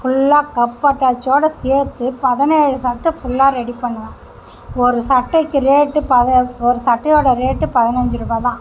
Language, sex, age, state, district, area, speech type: Tamil, female, 60+, Tamil Nadu, Mayiladuthurai, urban, spontaneous